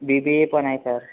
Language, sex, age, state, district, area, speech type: Marathi, male, 18-30, Maharashtra, Yavatmal, rural, conversation